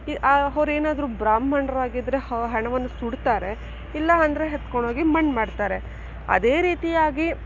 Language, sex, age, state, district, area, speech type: Kannada, female, 18-30, Karnataka, Chikkaballapur, rural, spontaneous